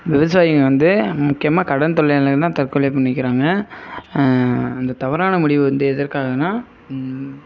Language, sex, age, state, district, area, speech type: Tamil, male, 30-45, Tamil Nadu, Sivaganga, rural, spontaneous